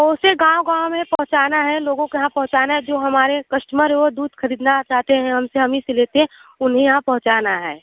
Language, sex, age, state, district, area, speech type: Hindi, female, 30-45, Uttar Pradesh, Mirzapur, rural, conversation